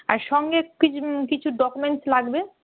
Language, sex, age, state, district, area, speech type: Bengali, female, 18-30, West Bengal, Malda, urban, conversation